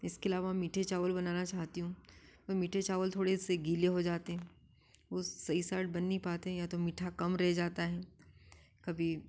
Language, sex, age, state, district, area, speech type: Hindi, female, 30-45, Madhya Pradesh, Ujjain, urban, spontaneous